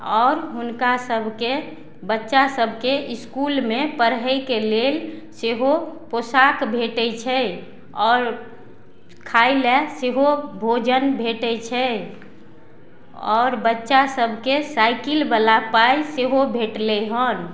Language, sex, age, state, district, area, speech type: Maithili, female, 45-60, Bihar, Madhubani, rural, spontaneous